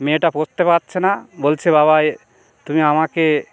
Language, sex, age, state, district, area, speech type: Bengali, male, 60+, West Bengal, North 24 Parganas, rural, spontaneous